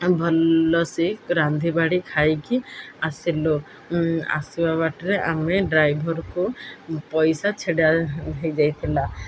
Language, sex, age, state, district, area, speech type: Odia, female, 60+, Odisha, Ganjam, urban, spontaneous